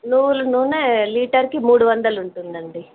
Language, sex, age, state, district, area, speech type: Telugu, female, 30-45, Andhra Pradesh, Kadapa, urban, conversation